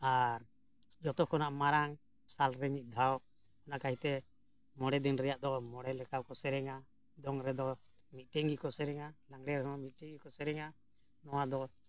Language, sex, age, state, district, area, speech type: Santali, male, 60+, Jharkhand, Bokaro, rural, spontaneous